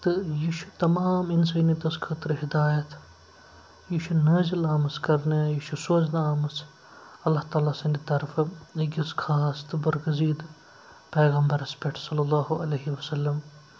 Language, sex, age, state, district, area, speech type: Kashmiri, male, 18-30, Jammu and Kashmir, Srinagar, urban, spontaneous